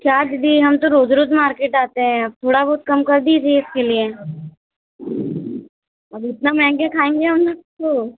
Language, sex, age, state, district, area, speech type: Hindi, female, 45-60, Madhya Pradesh, Balaghat, rural, conversation